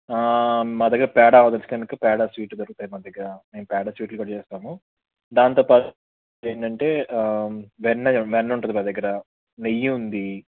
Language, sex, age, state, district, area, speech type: Telugu, male, 30-45, Andhra Pradesh, Krishna, urban, conversation